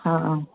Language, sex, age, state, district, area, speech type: Maithili, female, 45-60, Bihar, Darbhanga, urban, conversation